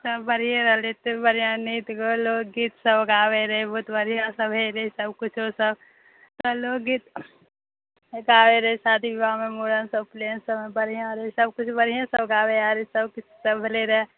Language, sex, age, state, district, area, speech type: Maithili, female, 45-60, Bihar, Saharsa, rural, conversation